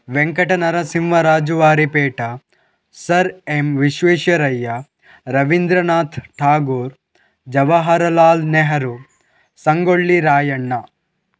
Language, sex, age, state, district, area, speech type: Kannada, male, 18-30, Karnataka, Chitradurga, rural, spontaneous